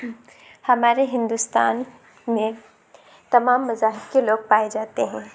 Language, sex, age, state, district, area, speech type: Urdu, female, 18-30, Uttar Pradesh, Lucknow, rural, spontaneous